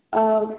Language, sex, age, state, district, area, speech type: Hindi, female, 18-30, Uttar Pradesh, Jaunpur, rural, conversation